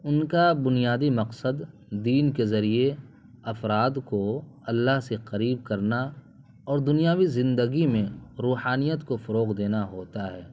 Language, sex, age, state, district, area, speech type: Urdu, male, 30-45, Bihar, Purnia, rural, spontaneous